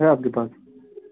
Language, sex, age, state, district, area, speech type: Urdu, male, 30-45, Bihar, Khagaria, rural, conversation